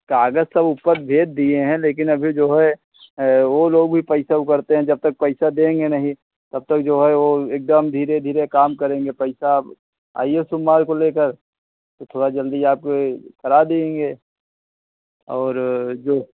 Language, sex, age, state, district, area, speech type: Hindi, male, 45-60, Uttar Pradesh, Pratapgarh, rural, conversation